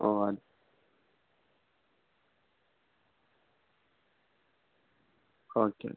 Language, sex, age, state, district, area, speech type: Malayalam, male, 18-30, Kerala, Kasaragod, rural, conversation